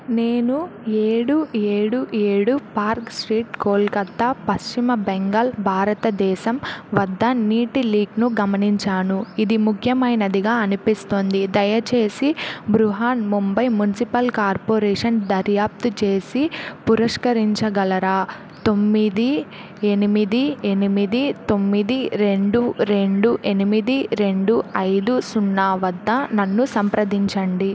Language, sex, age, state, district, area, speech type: Telugu, female, 18-30, Andhra Pradesh, Bapatla, rural, read